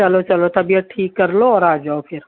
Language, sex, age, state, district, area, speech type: Urdu, female, 60+, Uttar Pradesh, Rampur, urban, conversation